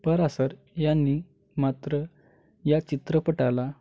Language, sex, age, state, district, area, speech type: Marathi, male, 18-30, Maharashtra, Hingoli, urban, read